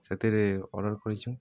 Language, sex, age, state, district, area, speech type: Odia, male, 18-30, Odisha, Balangir, urban, spontaneous